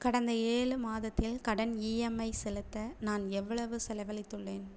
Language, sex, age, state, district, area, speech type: Tamil, female, 18-30, Tamil Nadu, Tiruchirappalli, rural, read